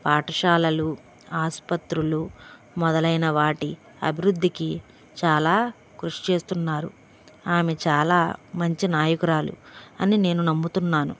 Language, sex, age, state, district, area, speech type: Telugu, female, 45-60, Andhra Pradesh, Krishna, urban, spontaneous